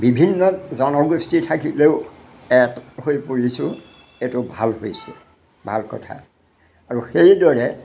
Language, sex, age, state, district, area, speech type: Assamese, male, 60+, Assam, Majuli, urban, spontaneous